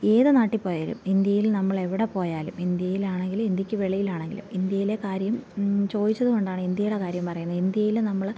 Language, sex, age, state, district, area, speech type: Malayalam, female, 30-45, Kerala, Thiruvananthapuram, rural, spontaneous